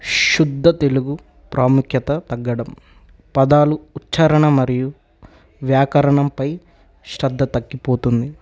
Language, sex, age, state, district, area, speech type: Telugu, male, 18-30, Telangana, Nagarkurnool, rural, spontaneous